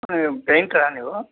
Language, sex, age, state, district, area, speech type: Kannada, male, 60+, Karnataka, Shimoga, urban, conversation